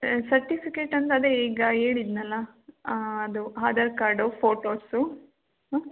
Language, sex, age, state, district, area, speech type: Kannada, female, 18-30, Karnataka, Davanagere, rural, conversation